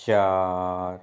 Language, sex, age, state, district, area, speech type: Punjabi, male, 30-45, Punjab, Fazilka, rural, read